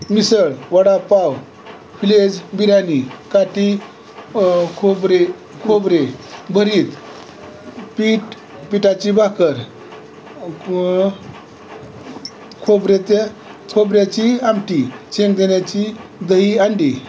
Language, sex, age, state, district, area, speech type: Marathi, male, 60+, Maharashtra, Osmanabad, rural, spontaneous